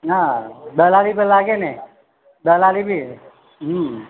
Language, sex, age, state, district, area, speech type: Gujarati, male, 45-60, Gujarat, Narmada, rural, conversation